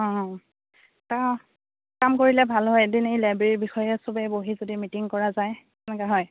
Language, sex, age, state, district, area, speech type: Assamese, female, 18-30, Assam, Goalpara, rural, conversation